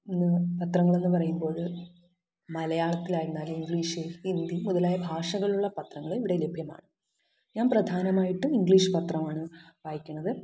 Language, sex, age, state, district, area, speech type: Malayalam, female, 18-30, Kerala, Thiruvananthapuram, rural, spontaneous